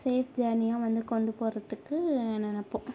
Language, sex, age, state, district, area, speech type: Tamil, female, 30-45, Tamil Nadu, Tiruvarur, rural, spontaneous